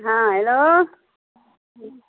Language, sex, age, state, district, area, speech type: Maithili, female, 45-60, Bihar, Araria, rural, conversation